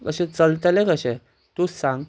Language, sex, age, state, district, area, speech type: Goan Konkani, male, 18-30, Goa, Ponda, rural, spontaneous